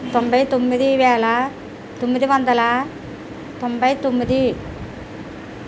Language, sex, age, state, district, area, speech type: Telugu, female, 60+, Andhra Pradesh, East Godavari, rural, spontaneous